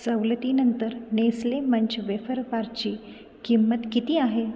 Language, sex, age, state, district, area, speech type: Marathi, female, 18-30, Maharashtra, Buldhana, urban, read